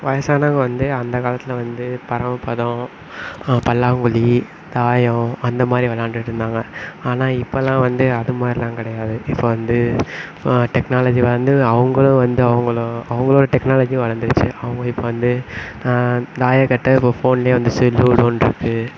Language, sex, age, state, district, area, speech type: Tamil, male, 18-30, Tamil Nadu, Sivaganga, rural, spontaneous